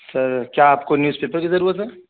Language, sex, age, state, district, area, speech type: Urdu, male, 18-30, Uttar Pradesh, Saharanpur, urban, conversation